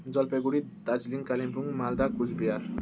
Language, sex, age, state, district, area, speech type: Nepali, male, 30-45, West Bengal, Jalpaiguri, rural, spontaneous